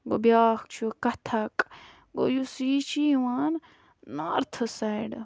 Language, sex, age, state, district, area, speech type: Kashmiri, female, 18-30, Jammu and Kashmir, Budgam, rural, spontaneous